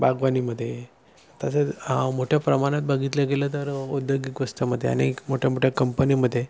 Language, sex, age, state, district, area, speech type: Marathi, male, 30-45, Maharashtra, Nagpur, urban, spontaneous